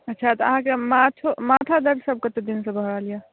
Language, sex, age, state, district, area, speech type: Maithili, female, 18-30, Bihar, Madhubani, rural, conversation